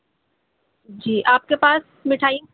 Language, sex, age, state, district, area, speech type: Urdu, female, 18-30, Delhi, North East Delhi, urban, conversation